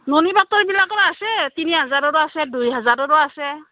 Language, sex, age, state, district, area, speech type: Assamese, female, 30-45, Assam, Kamrup Metropolitan, urban, conversation